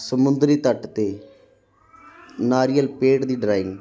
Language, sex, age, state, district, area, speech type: Punjabi, male, 18-30, Punjab, Muktsar, rural, spontaneous